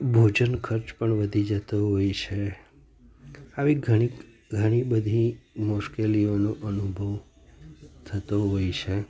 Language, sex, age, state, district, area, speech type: Gujarati, male, 45-60, Gujarat, Junagadh, rural, spontaneous